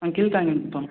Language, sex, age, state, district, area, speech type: Tamil, male, 30-45, Tamil Nadu, Cuddalore, rural, conversation